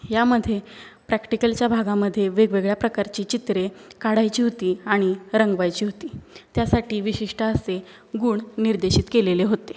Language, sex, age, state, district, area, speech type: Marathi, female, 18-30, Maharashtra, Satara, urban, spontaneous